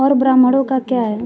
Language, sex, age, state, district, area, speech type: Hindi, female, 18-30, Uttar Pradesh, Mau, rural, read